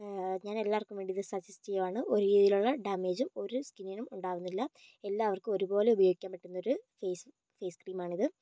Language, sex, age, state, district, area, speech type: Malayalam, female, 18-30, Kerala, Kozhikode, urban, spontaneous